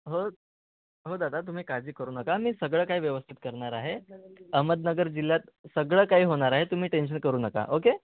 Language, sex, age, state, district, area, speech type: Marathi, male, 18-30, Maharashtra, Wardha, urban, conversation